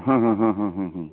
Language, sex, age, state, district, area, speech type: Maithili, male, 60+, Bihar, Samastipur, urban, conversation